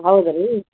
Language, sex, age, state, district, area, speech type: Kannada, female, 45-60, Karnataka, Gulbarga, urban, conversation